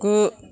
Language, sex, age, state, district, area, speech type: Bodo, female, 45-60, Assam, Kokrajhar, rural, read